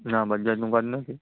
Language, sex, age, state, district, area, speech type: Gujarati, male, 30-45, Gujarat, Kutch, urban, conversation